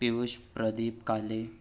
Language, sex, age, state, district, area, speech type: Urdu, male, 60+, Maharashtra, Nashik, urban, spontaneous